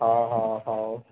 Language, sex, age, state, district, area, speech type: Odia, male, 45-60, Odisha, Sambalpur, rural, conversation